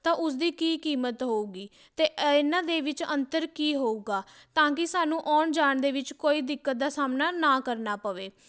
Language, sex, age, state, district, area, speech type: Punjabi, female, 18-30, Punjab, Patiala, rural, spontaneous